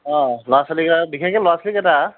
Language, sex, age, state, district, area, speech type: Assamese, male, 45-60, Assam, Morigaon, rural, conversation